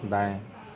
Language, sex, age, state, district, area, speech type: Hindi, male, 30-45, Uttar Pradesh, Azamgarh, rural, read